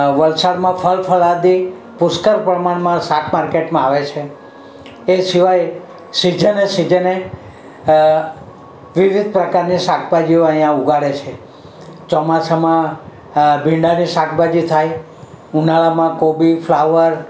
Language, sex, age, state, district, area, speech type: Gujarati, male, 60+, Gujarat, Valsad, urban, spontaneous